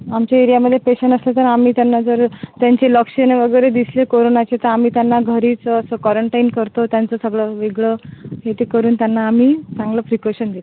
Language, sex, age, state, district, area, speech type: Marathi, female, 30-45, Maharashtra, Akola, rural, conversation